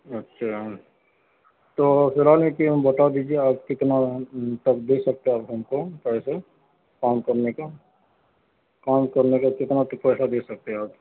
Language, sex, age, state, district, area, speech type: Urdu, male, 45-60, Uttar Pradesh, Gautam Buddha Nagar, urban, conversation